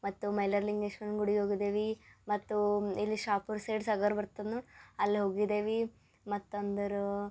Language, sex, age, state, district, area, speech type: Kannada, female, 18-30, Karnataka, Gulbarga, urban, spontaneous